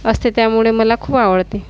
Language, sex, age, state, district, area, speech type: Marathi, female, 30-45, Maharashtra, Washim, rural, spontaneous